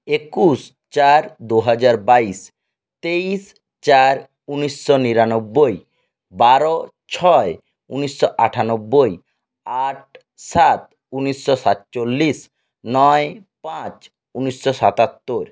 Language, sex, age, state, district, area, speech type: Bengali, male, 60+, West Bengal, Purulia, rural, spontaneous